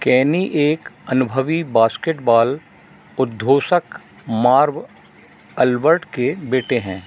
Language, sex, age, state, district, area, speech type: Hindi, male, 60+, Madhya Pradesh, Narsinghpur, rural, read